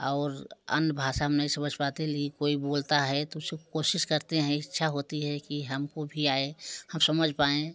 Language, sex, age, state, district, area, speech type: Hindi, female, 45-60, Uttar Pradesh, Prayagraj, rural, spontaneous